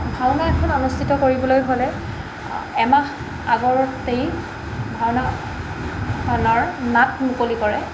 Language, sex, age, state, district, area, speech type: Assamese, female, 18-30, Assam, Jorhat, urban, spontaneous